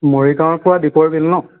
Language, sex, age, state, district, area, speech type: Assamese, male, 18-30, Assam, Morigaon, rural, conversation